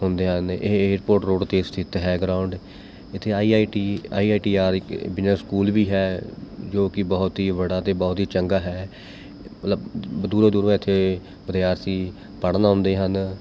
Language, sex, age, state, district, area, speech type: Punjabi, male, 30-45, Punjab, Mohali, urban, spontaneous